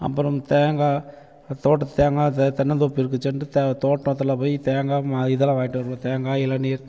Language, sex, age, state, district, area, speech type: Tamil, male, 45-60, Tamil Nadu, Namakkal, rural, spontaneous